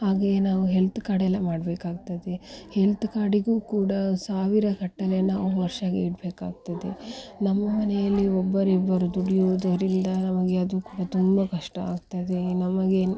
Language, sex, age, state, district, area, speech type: Kannada, female, 18-30, Karnataka, Dakshina Kannada, rural, spontaneous